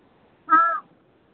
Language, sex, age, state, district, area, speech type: Hindi, female, 18-30, Madhya Pradesh, Harda, urban, conversation